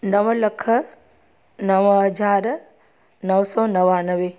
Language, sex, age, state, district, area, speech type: Sindhi, female, 45-60, Gujarat, Junagadh, rural, spontaneous